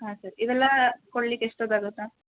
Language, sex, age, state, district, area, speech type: Kannada, female, 18-30, Karnataka, Chitradurga, rural, conversation